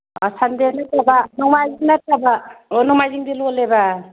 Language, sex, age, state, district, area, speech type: Manipuri, female, 45-60, Manipur, Tengnoupal, rural, conversation